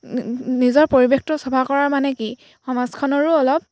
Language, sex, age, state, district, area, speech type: Assamese, female, 18-30, Assam, Sivasagar, rural, spontaneous